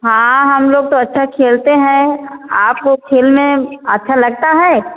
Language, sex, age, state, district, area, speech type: Hindi, female, 45-60, Uttar Pradesh, Ayodhya, rural, conversation